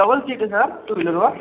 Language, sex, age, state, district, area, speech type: Marathi, male, 30-45, Maharashtra, Buldhana, rural, conversation